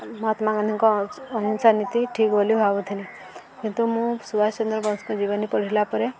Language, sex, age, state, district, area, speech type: Odia, female, 18-30, Odisha, Subarnapur, urban, spontaneous